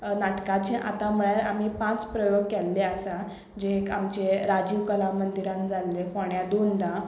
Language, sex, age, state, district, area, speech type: Goan Konkani, female, 18-30, Goa, Tiswadi, rural, spontaneous